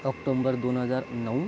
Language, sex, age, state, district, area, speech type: Marathi, male, 18-30, Maharashtra, Nagpur, rural, spontaneous